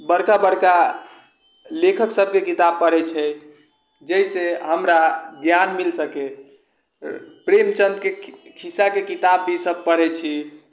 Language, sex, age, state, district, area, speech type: Maithili, male, 18-30, Bihar, Sitamarhi, urban, spontaneous